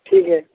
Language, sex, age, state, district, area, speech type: Urdu, male, 45-60, Telangana, Hyderabad, urban, conversation